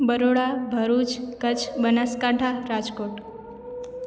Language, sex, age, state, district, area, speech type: Sindhi, female, 18-30, Gujarat, Junagadh, urban, spontaneous